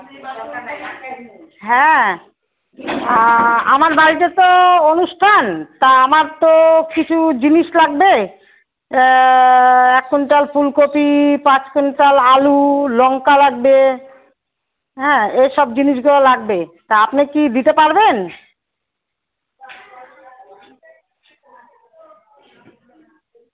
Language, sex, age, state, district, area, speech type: Bengali, female, 30-45, West Bengal, Alipurduar, rural, conversation